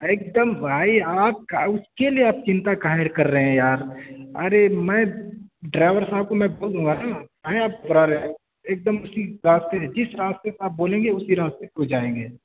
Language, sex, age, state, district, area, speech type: Urdu, male, 18-30, Uttar Pradesh, Balrampur, rural, conversation